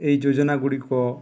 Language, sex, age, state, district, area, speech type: Odia, male, 30-45, Odisha, Nuapada, urban, spontaneous